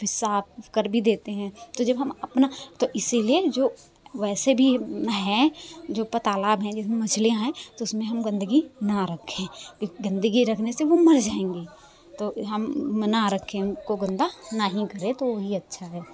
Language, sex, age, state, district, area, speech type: Hindi, female, 45-60, Uttar Pradesh, Hardoi, rural, spontaneous